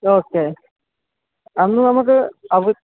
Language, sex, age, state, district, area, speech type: Malayalam, male, 30-45, Kerala, Alappuzha, rural, conversation